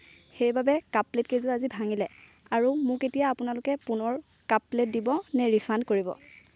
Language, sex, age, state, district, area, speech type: Assamese, female, 18-30, Assam, Lakhimpur, rural, spontaneous